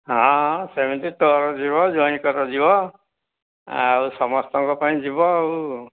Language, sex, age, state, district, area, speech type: Odia, male, 60+, Odisha, Dhenkanal, rural, conversation